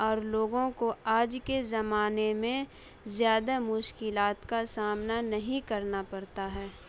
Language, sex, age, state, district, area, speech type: Urdu, female, 18-30, Bihar, Saharsa, rural, spontaneous